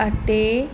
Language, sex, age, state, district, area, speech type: Punjabi, female, 30-45, Punjab, Fazilka, rural, read